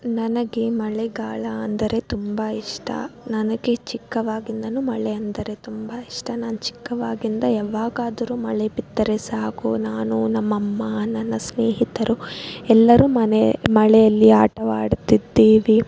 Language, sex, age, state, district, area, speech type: Kannada, female, 30-45, Karnataka, Bangalore Urban, rural, spontaneous